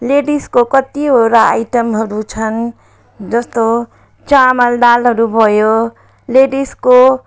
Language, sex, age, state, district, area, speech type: Nepali, female, 45-60, West Bengal, Jalpaiguri, rural, spontaneous